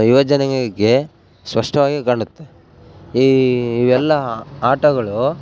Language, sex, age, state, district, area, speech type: Kannada, male, 18-30, Karnataka, Bellary, rural, spontaneous